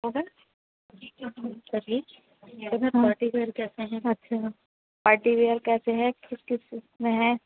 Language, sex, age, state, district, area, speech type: Urdu, female, 30-45, Uttar Pradesh, Rampur, urban, conversation